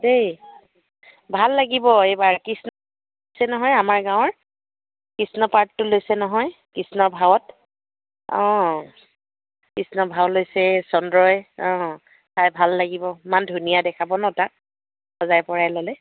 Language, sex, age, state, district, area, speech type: Assamese, female, 60+, Assam, Dibrugarh, rural, conversation